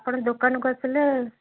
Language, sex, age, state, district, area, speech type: Odia, female, 30-45, Odisha, Puri, urban, conversation